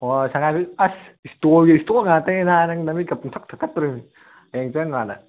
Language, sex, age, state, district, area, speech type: Manipuri, male, 18-30, Manipur, Kakching, rural, conversation